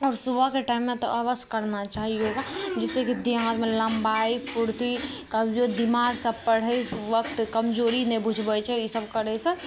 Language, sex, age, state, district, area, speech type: Maithili, female, 18-30, Bihar, Araria, rural, spontaneous